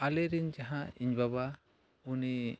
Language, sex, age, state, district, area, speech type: Santali, male, 45-60, Jharkhand, East Singhbhum, rural, spontaneous